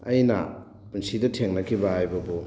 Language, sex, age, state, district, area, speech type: Manipuri, male, 18-30, Manipur, Thoubal, rural, spontaneous